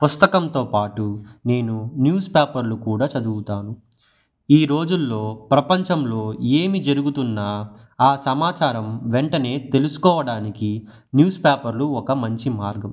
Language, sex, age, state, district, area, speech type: Telugu, male, 18-30, Andhra Pradesh, Sri Balaji, rural, spontaneous